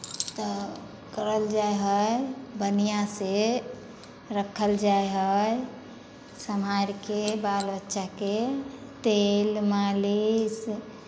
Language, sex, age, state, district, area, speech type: Maithili, female, 30-45, Bihar, Samastipur, urban, spontaneous